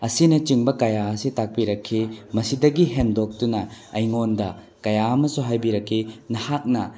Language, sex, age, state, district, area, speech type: Manipuri, male, 18-30, Manipur, Bishnupur, rural, spontaneous